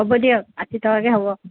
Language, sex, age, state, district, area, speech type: Assamese, female, 18-30, Assam, Kamrup Metropolitan, urban, conversation